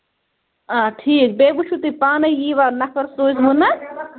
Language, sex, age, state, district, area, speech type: Kashmiri, female, 30-45, Jammu and Kashmir, Bandipora, rural, conversation